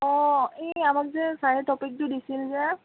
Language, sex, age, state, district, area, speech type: Assamese, female, 18-30, Assam, Kamrup Metropolitan, rural, conversation